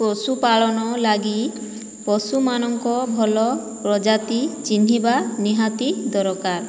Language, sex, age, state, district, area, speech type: Odia, female, 30-45, Odisha, Boudh, rural, spontaneous